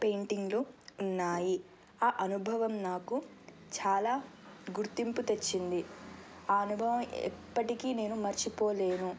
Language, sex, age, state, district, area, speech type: Telugu, female, 18-30, Telangana, Nirmal, rural, spontaneous